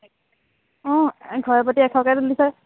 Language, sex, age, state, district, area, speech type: Assamese, female, 18-30, Assam, Sivasagar, rural, conversation